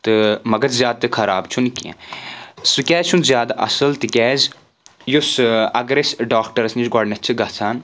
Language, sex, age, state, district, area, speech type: Kashmiri, male, 30-45, Jammu and Kashmir, Anantnag, rural, spontaneous